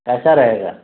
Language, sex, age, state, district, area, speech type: Urdu, male, 30-45, Delhi, New Delhi, urban, conversation